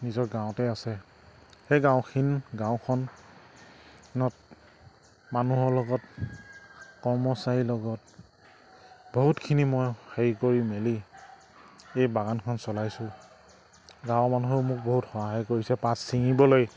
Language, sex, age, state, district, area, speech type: Assamese, male, 45-60, Assam, Charaideo, rural, spontaneous